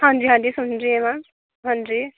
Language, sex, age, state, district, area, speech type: Dogri, female, 18-30, Jammu and Kashmir, Kathua, rural, conversation